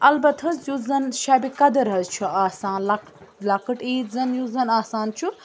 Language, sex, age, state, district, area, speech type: Kashmiri, female, 18-30, Jammu and Kashmir, Bandipora, urban, spontaneous